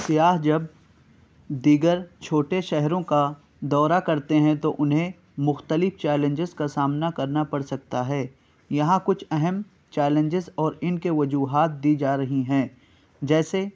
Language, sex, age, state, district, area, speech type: Urdu, male, 18-30, Uttar Pradesh, Balrampur, rural, spontaneous